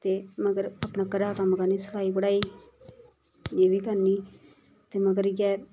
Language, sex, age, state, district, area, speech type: Dogri, female, 30-45, Jammu and Kashmir, Reasi, rural, spontaneous